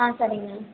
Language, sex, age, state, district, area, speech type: Tamil, female, 18-30, Tamil Nadu, Karur, rural, conversation